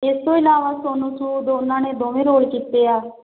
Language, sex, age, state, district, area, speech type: Punjabi, female, 18-30, Punjab, Tarn Taran, rural, conversation